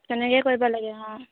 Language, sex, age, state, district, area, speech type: Assamese, female, 18-30, Assam, Sivasagar, rural, conversation